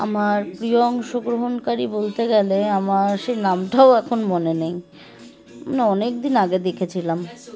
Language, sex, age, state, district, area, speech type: Bengali, female, 30-45, West Bengal, Darjeeling, urban, spontaneous